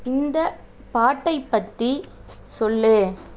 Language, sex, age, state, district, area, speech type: Tamil, female, 30-45, Tamil Nadu, Tiruvarur, urban, read